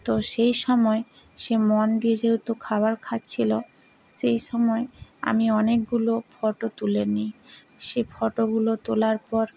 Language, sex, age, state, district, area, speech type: Bengali, female, 45-60, West Bengal, Nadia, rural, spontaneous